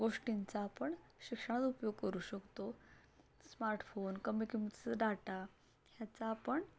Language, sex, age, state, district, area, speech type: Marathi, female, 18-30, Maharashtra, Satara, urban, spontaneous